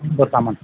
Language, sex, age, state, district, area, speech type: Kannada, male, 45-60, Karnataka, Belgaum, rural, conversation